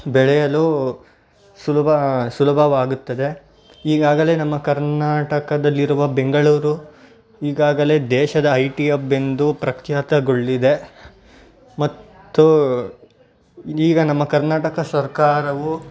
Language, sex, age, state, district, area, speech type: Kannada, male, 18-30, Karnataka, Bangalore Rural, urban, spontaneous